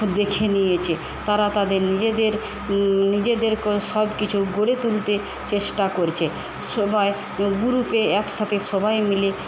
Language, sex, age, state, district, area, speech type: Bengali, female, 45-60, West Bengal, Paschim Medinipur, rural, spontaneous